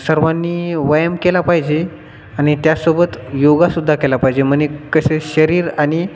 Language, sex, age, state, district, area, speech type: Marathi, male, 18-30, Maharashtra, Hingoli, rural, spontaneous